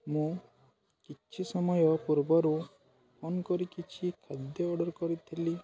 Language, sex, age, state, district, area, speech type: Odia, male, 18-30, Odisha, Balangir, urban, spontaneous